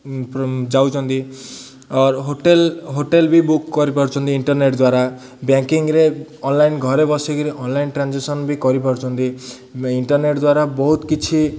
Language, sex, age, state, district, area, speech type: Odia, male, 30-45, Odisha, Ganjam, urban, spontaneous